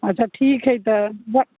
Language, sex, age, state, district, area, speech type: Maithili, female, 30-45, Bihar, Muzaffarpur, rural, conversation